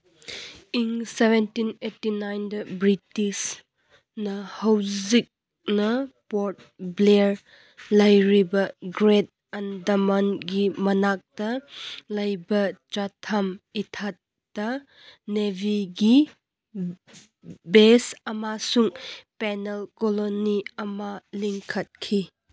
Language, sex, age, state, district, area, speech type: Manipuri, female, 18-30, Manipur, Kangpokpi, urban, read